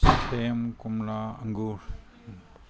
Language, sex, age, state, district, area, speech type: Manipuri, male, 60+, Manipur, Imphal East, urban, spontaneous